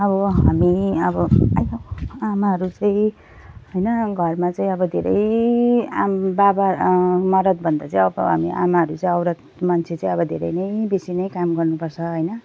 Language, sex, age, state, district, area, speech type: Nepali, female, 45-60, West Bengal, Jalpaiguri, urban, spontaneous